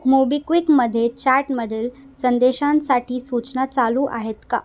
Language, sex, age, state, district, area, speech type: Marathi, female, 18-30, Maharashtra, Thane, urban, read